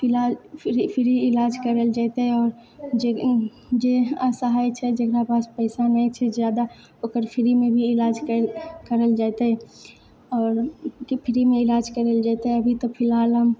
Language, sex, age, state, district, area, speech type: Maithili, female, 18-30, Bihar, Purnia, rural, spontaneous